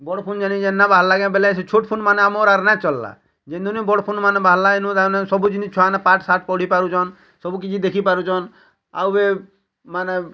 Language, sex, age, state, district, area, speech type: Odia, male, 45-60, Odisha, Bargarh, urban, spontaneous